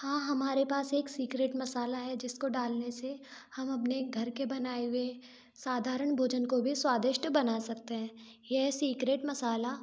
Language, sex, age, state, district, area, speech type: Hindi, female, 18-30, Madhya Pradesh, Gwalior, urban, spontaneous